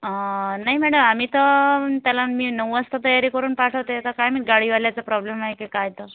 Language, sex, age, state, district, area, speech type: Marathi, female, 45-60, Maharashtra, Washim, rural, conversation